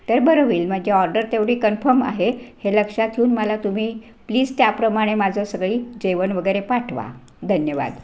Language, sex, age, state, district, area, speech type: Marathi, female, 60+, Maharashtra, Sangli, urban, spontaneous